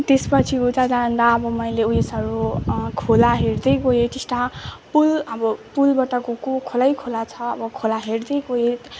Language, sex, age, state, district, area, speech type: Nepali, female, 18-30, West Bengal, Darjeeling, rural, spontaneous